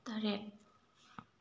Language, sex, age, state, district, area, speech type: Manipuri, female, 30-45, Manipur, Thoubal, rural, read